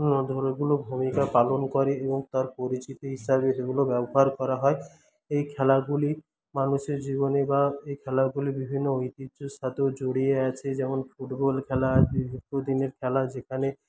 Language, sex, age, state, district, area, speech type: Bengali, male, 18-30, West Bengal, Paschim Medinipur, rural, spontaneous